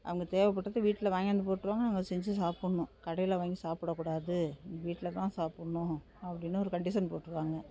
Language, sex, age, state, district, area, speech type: Tamil, female, 60+, Tamil Nadu, Thanjavur, rural, spontaneous